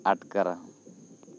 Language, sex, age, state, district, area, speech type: Santali, male, 30-45, West Bengal, Bankura, rural, spontaneous